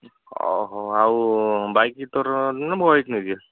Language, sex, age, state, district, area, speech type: Odia, male, 30-45, Odisha, Cuttack, urban, conversation